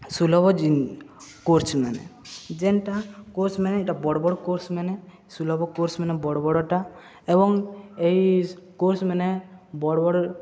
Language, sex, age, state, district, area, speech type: Odia, male, 18-30, Odisha, Subarnapur, urban, spontaneous